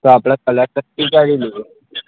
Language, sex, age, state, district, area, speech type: Gujarati, male, 30-45, Gujarat, Aravalli, urban, conversation